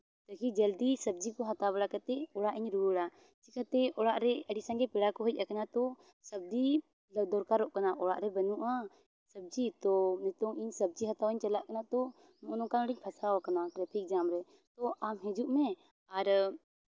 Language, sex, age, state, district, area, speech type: Santali, female, 18-30, Jharkhand, Seraikela Kharsawan, rural, spontaneous